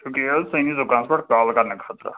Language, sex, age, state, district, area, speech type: Kashmiri, male, 45-60, Jammu and Kashmir, Srinagar, urban, conversation